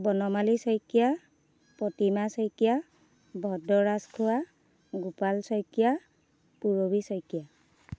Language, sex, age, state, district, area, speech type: Assamese, female, 30-45, Assam, Dhemaji, rural, spontaneous